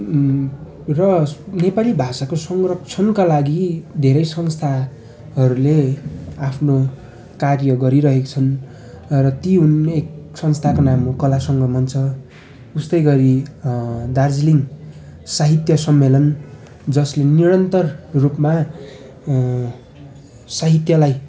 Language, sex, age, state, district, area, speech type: Nepali, male, 18-30, West Bengal, Darjeeling, rural, spontaneous